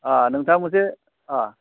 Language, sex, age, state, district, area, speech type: Bodo, male, 60+, Assam, Udalguri, urban, conversation